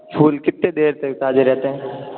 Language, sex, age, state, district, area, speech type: Hindi, male, 18-30, Rajasthan, Jodhpur, urban, conversation